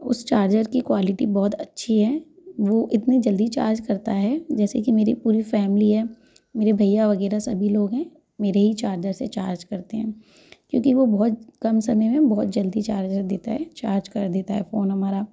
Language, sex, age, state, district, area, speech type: Hindi, female, 30-45, Madhya Pradesh, Gwalior, rural, spontaneous